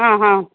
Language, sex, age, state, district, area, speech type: Malayalam, female, 45-60, Kerala, Idukki, rural, conversation